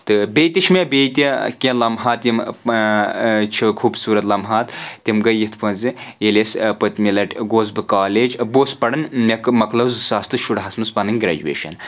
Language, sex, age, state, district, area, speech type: Kashmiri, male, 30-45, Jammu and Kashmir, Anantnag, rural, spontaneous